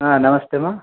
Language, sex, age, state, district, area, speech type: Kannada, male, 30-45, Karnataka, Kolar, urban, conversation